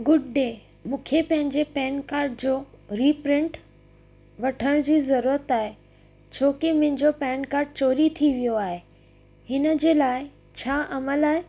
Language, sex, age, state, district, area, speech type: Sindhi, female, 30-45, Gujarat, Kutch, urban, read